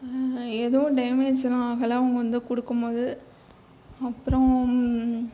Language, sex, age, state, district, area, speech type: Tamil, female, 18-30, Tamil Nadu, Tiruchirappalli, rural, spontaneous